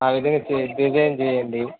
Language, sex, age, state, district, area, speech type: Telugu, male, 30-45, Andhra Pradesh, Sri Balaji, urban, conversation